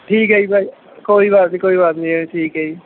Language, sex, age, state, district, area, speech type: Punjabi, male, 18-30, Punjab, Mohali, rural, conversation